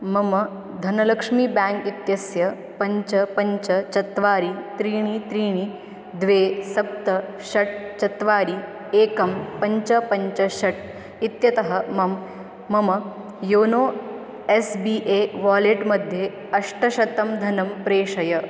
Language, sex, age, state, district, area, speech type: Sanskrit, female, 18-30, Maharashtra, Beed, rural, read